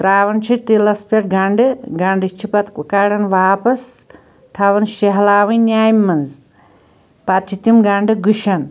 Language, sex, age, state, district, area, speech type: Kashmiri, female, 45-60, Jammu and Kashmir, Anantnag, rural, spontaneous